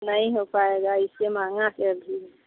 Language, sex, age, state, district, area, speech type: Hindi, female, 30-45, Uttar Pradesh, Mirzapur, rural, conversation